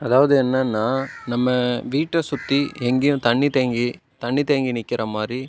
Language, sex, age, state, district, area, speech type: Tamil, male, 45-60, Tamil Nadu, Cuddalore, rural, spontaneous